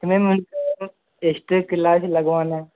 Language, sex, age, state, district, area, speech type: Hindi, male, 18-30, Madhya Pradesh, Harda, urban, conversation